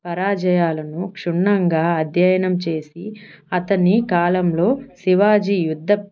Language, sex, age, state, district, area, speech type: Telugu, female, 30-45, Andhra Pradesh, Nellore, urban, spontaneous